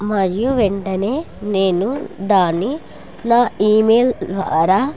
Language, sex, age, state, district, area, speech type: Telugu, female, 30-45, Andhra Pradesh, Kurnool, rural, spontaneous